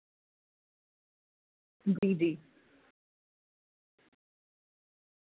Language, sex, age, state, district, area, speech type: Dogri, female, 30-45, Jammu and Kashmir, Jammu, urban, conversation